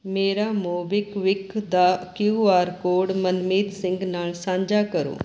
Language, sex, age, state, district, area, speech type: Punjabi, female, 60+, Punjab, Mohali, urban, read